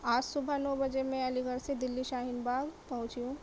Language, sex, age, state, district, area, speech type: Urdu, female, 30-45, Delhi, South Delhi, urban, spontaneous